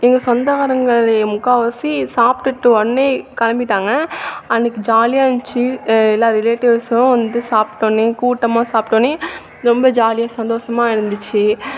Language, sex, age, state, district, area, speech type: Tamil, female, 18-30, Tamil Nadu, Thanjavur, urban, spontaneous